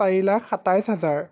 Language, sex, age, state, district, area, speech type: Assamese, male, 18-30, Assam, Jorhat, urban, spontaneous